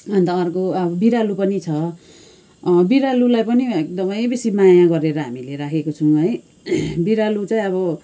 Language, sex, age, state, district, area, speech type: Nepali, female, 45-60, West Bengal, Kalimpong, rural, spontaneous